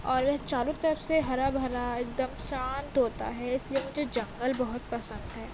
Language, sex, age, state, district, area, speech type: Urdu, female, 18-30, Uttar Pradesh, Gautam Buddha Nagar, urban, spontaneous